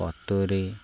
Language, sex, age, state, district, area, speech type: Odia, male, 18-30, Odisha, Ganjam, urban, spontaneous